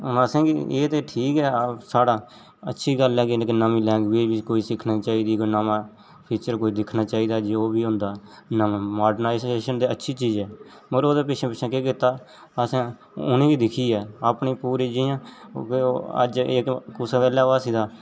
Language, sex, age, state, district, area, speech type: Dogri, male, 18-30, Jammu and Kashmir, Jammu, rural, spontaneous